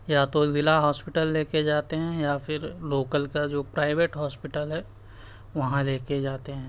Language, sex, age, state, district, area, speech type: Urdu, male, 18-30, Uttar Pradesh, Siddharthnagar, rural, spontaneous